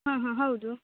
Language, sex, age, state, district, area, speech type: Kannada, female, 30-45, Karnataka, Uttara Kannada, rural, conversation